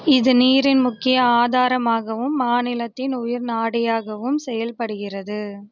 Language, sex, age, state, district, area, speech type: Tamil, female, 18-30, Tamil Nadu, Mayiladuthurai, rural, read